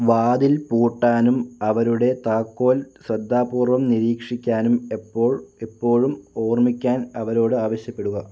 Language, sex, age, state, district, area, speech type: Malayalam, male, 30-45, Kerala, Palakkad, rural, read